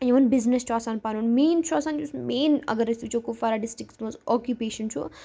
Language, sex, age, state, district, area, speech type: Kashmiri, female, 18-30, Jammu and Kashmir, Kupwara, rural, spontaneous